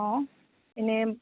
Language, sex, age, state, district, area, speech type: Assamese, female, 30-45, Assam, Lakhimpur, rural, conversation